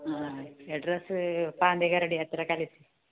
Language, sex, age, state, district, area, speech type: Kannada, female, 45-60, Karnataka, Udupi, rural, conversation